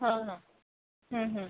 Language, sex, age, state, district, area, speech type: Marathi, female, 18-30, Maharashtra, Yavatmal, rural, conversation